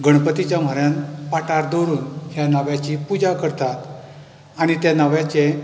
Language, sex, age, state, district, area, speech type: Goan Konkani, male, 45-60, Goa, Bardez, rural, spontaneous